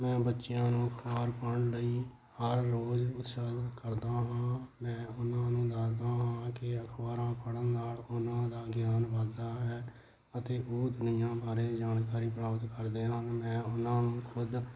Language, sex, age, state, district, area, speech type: Punjabi, male, 45-60, Punjab, Hoshiarpur, rural, spontaneous